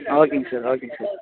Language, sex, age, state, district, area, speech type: Tamil, male, 18-30, Tamil Nadu, Perambalur, rural, conversation